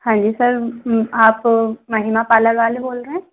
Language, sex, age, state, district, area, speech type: Hindi, female, 18-30, Madhya Pradesh, Gwalior, rural, conversation